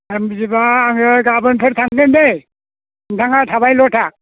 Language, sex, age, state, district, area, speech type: Bodo, male, 60+, Assam, Chirang, rural, conversation